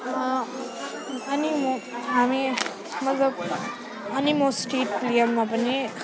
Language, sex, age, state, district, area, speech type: Nepali, female, 18-30, West Bengal, Alipurduar, urban, spontaneous